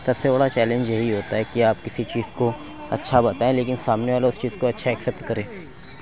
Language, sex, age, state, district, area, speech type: Urdu, male, 30-45, Uttar Pradesh, Lucknow, urban, spontaneous